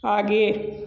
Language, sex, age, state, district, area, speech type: Hindi, male, 18-30, Uttar Pradesh, Sonbhadra, rural, read